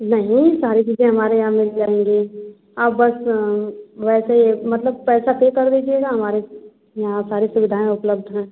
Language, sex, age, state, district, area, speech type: Hindi, female, 30-45, Uttar Pradesh, Azamgarh, rural, conversation